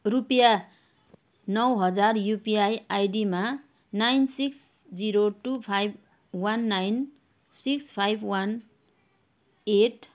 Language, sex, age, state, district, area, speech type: Nepali, female, 30-45, West Bengal, Kalimpong, rural, read